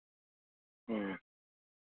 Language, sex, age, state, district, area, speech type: Hindi, male, 45-60, Bihar, Madhepura, rural, conversation